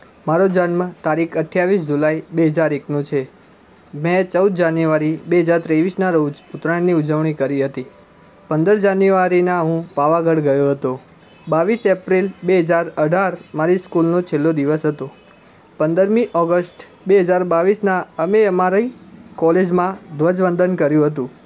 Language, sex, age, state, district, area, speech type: Gujarati, male, 18-30, Gujarat, Ahmedabad, urban, spontaneous